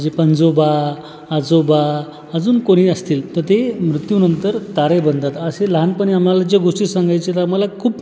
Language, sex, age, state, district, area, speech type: Marathi, male, 30-45, Maharashtra, Buldhana, urban, spontaneous